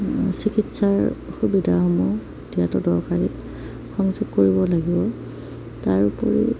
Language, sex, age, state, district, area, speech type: Assamese, female, 30-45, Assam, Darrang, rural, spontaneous